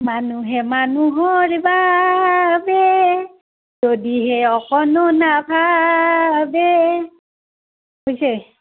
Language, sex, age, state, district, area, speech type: Assamese, female, 60+, Assam, Barpeta, rural, conversation